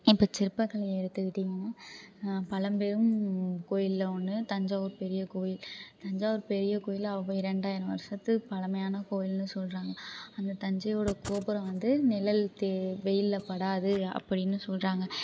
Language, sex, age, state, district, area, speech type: Tamil, female, 30-45, Tamil Nadu, Thanjavur, urban, spontaneous